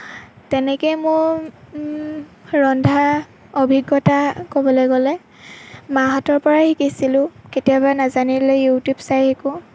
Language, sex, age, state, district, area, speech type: Assamese, female, 18-30, Assam, Lakhimpur, rural, spontaneous